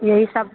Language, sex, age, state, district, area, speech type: Urdu, female, 18-30, Bihar, Saharsa, rural, conversation